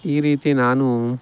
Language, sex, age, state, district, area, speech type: Kannada, male, 45-60, Karnataka, Chikkaballapur, rural, spontaneous